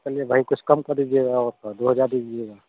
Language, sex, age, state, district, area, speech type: Hindi, male, 45-60, Uttar Pradesh, Mirzapur, rural, conversation